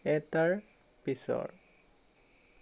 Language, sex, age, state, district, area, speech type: Assamese, male, 18-30, Assam, Tinsukia, urban, read